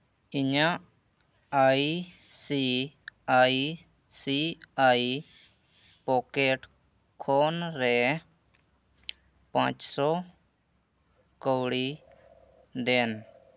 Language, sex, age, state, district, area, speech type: Santali, male, 18-30, Jharkhand, Seraikela Kharsawan, rural, read